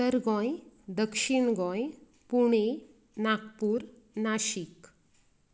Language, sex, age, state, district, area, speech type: Goan Konkani, female, 30-45, Goa, Canacona, rural, spontaneous